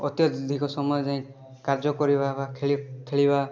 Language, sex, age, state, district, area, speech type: Odia, male, 18-30, Odisha, Rayagada, urban, spontaneous